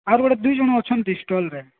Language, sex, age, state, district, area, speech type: Odia, male, 18-30, Odisha, Koraput, urban, conversation